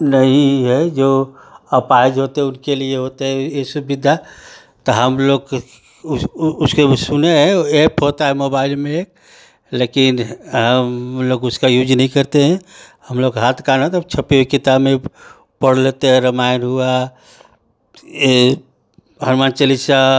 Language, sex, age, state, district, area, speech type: Hindi, male, 45-60, Uttar Pradesh, Ghazipur, rural, spontaneous